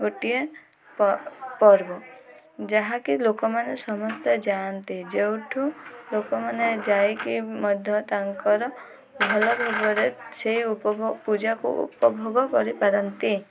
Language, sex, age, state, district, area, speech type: Odia, female, 18-30, Odisha, Malkangiri, urban, spontaneous